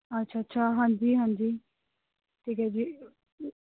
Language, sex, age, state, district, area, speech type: Punjabi, female, 18-30, Punjab, Mohali, rural, conversation